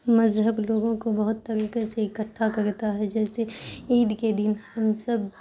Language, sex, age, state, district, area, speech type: Urdu, female, 18-30, Bihar, Khagaria, urban, spontaneous